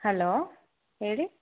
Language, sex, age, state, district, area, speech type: Kannada, female, 18-30, Karnataka, Davanagere, rural, conversation